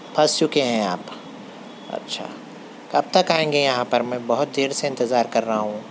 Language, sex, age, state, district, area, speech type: Urdu, male, 45-60, Telangana, Hyderabad, urban, spontaneous